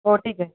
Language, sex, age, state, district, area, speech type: Marathi, male, 18-30, Maharashtra, Hingoli, urban, conversation